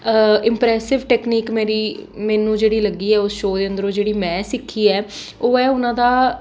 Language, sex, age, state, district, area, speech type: Punjabi, female, 18-30, Punjab, Patiala, urban, spontaneous